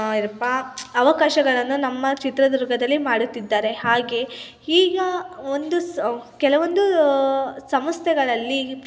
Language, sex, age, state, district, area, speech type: Kannada, female, 18-30, Karnataka, Chitradurga, urban, spontaneous